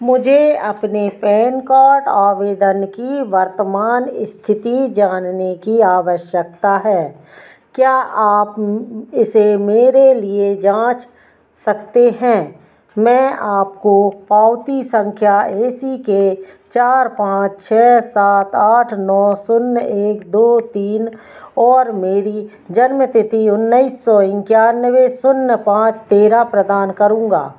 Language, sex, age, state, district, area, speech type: Hindi, female, 45-60, Madhya Pradesh, Narsinghpur, rural, read